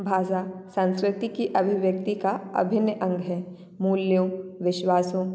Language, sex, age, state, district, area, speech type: Hindi, female, 18-30, Madhya Pradesh, Gwalior, rural, spontaneous